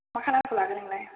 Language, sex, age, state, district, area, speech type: Bodo, female, 18-30, Assam, Chirang, urban, conversation